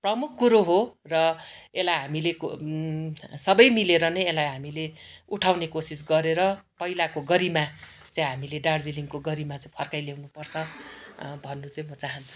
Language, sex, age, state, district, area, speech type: Nepali, female, 45-60, West Bengal, Darjeeling, rural, spontaneous